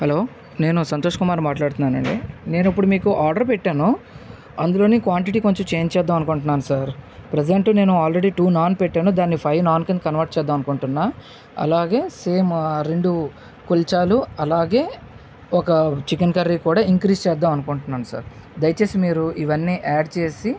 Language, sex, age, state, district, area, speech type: Telugu, male, 30-45, Andhra Pradesh, Visakhapatnam, urban, spontaneous